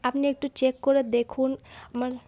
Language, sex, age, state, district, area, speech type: Bengali, female, 18-30, West Bengal, Darjeeling, urban, spontaneous